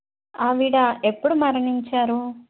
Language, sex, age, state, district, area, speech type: Telugu, female, 30-45, Andhra Pradesh, Krishna, urban, conversation